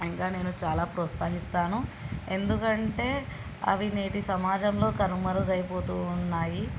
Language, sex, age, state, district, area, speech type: Telugu, female, 18-30, Andhra Pradesh, Krishna, urban, spontaneous